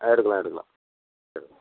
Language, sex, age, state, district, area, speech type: Tamil, male, 60+, Tamil Nadu, Sivaganga, urban, conversation